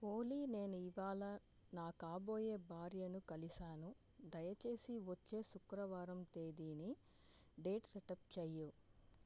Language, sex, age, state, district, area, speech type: Telugu, female, 60+, Andhra Pradesh, Chittoor, rural, read